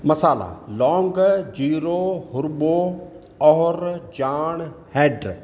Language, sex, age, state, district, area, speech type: Sindhi, male, 60+, Maharashtra, Thane, urban, spontaneous